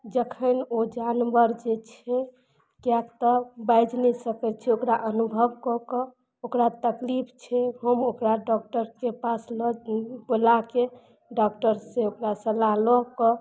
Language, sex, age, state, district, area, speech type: Maithili, female, 45-60, Bihar, Madhubani, rural, spontaneous